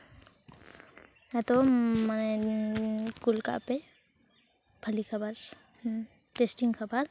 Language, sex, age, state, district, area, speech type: Santali, female, 18-30, West Bengal, Purulia, rural, spontaneous